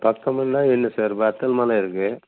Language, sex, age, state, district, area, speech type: Tamil, male, 45-60, Tamil Nadu, Dharmapuri, rural, conversation